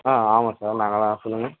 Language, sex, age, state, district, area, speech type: Tamil, male, 18-30, Tamil Nadu, Perambalur, urban, conversation